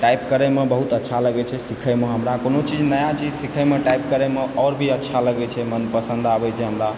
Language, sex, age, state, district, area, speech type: Maithili, male, 18-30, Bihar, Supaul, rural, spontaneous